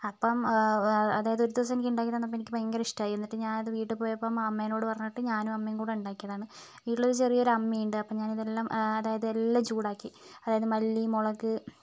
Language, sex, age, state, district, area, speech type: Malayalam, female, 18-30, Kerala, Wayanad, rural, spontaneous